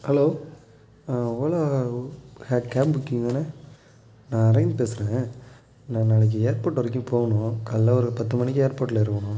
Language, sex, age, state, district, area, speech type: Tamil, male, 18-30, Tamil Nadu, Nagapattinam, rural, spontaneous